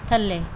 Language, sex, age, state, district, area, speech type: Punjabi, female, 30-45, Punjab, Pathankot, rural, read